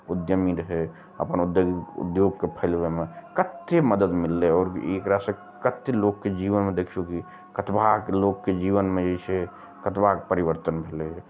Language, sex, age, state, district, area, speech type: Maithili, male, 45-60, Bihar, Araria, rural, spontaneous